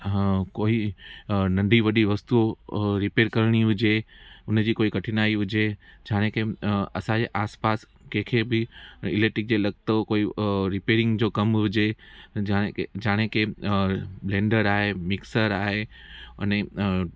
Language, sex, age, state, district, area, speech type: Sindhi, male, 30-45, Gujarat, Junagadh, rural, spontaneous